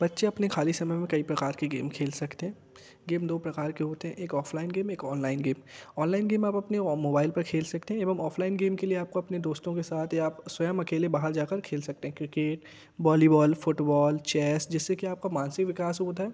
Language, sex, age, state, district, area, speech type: Hindi, male, 18-30, Madhya Pradesh, Jabalpur, urban, spontaneous